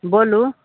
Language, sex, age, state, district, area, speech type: Maithili, female, 45-60, Bihar, Madhepura, rural, conversation